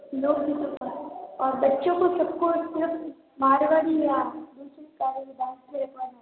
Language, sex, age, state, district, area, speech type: Hindi, female, 18-30, Rajasthan, Jodhpur, urban, conversation